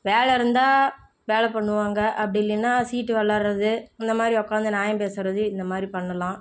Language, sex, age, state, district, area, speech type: Tamil, female, 18-30, Tamil Nadu, Namakkal, rural, spontaneous